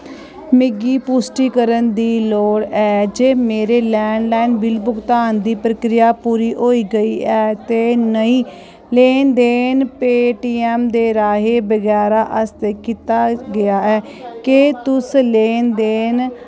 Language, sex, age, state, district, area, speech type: Dogri, female, 45-60, Jammu and Kashmir, Kathua, rural, read